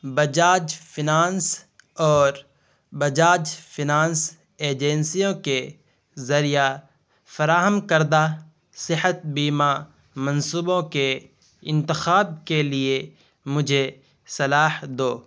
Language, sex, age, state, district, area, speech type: Urdu, male, 18-30, Bihar, Purnia, rural, read